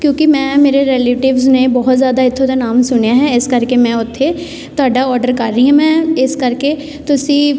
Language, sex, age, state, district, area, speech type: Punjabi, female, 18-30, Punjab, Tarn Taran, urban, spontaneous